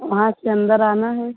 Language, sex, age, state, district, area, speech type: Hindi, female, 18-30, Uttar Pradesh, Mirzapur, rural, conversation